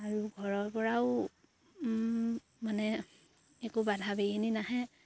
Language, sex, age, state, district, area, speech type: Assamese, female, 18-30, Assam, Sivasagar, rural, spontaneous